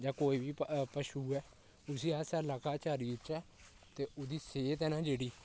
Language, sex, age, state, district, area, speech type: Dogri, male, 18-30, Jammu and Kashmir, Kathua, rural, spontaneous